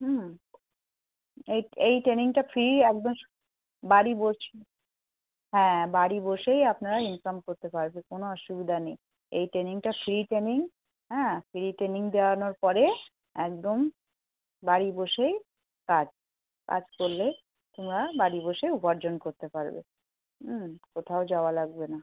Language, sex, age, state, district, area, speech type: Bengali, female, 30-45, West Bengal, Birbhum, urban, conversation